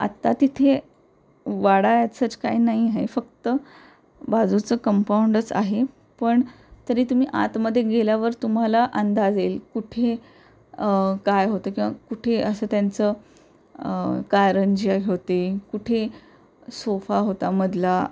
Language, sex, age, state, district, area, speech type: Marathi, female, 18-30, Maharashtra, Pune, urban, spontaneous